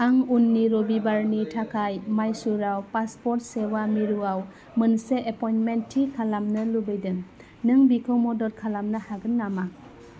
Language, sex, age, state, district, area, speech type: Bodo, female, 30-45, Assam, Udalguri, rural, read